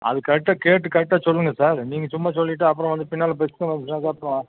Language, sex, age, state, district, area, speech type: Tamil, male, 60+, Tamil Nadu, Nilgiris, rural, conversation